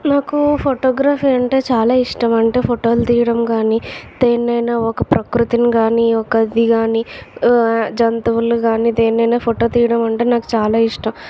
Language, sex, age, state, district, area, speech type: Telugu, female, 30-45, Andhra Pradesh, Vizianagaram, rural, spontaneous